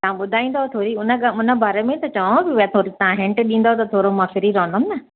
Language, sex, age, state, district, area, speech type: Sindhi, female, 60+, Maharashtra, Thane, urban, conversation